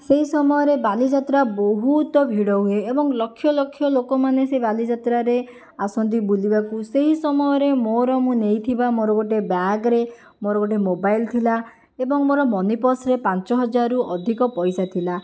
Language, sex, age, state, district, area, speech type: Odia, female, 60+, Odisha, Jajpur, rural, spontaneous